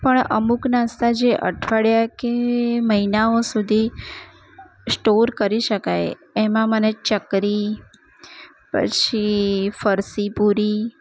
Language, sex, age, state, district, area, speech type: Gujarati, female, 30-45, Gujarat, Kheda, urban, spontaneous